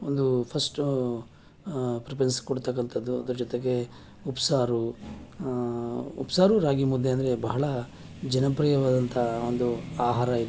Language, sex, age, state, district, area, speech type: Kannada, male, 45-60, Karnataka, Mysore, urban, spontaneous